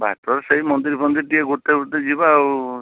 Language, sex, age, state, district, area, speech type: Odia, male, 45-60, Odisha, Balasore, rural, conversation